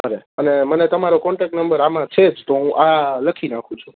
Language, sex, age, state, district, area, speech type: Gujarati, male, 18-30, Gujarat, Rajkot, urban, conversation